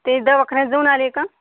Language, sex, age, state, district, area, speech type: Marathi, female, 30-45, Maharashtra, Osmanabad, rural, conversation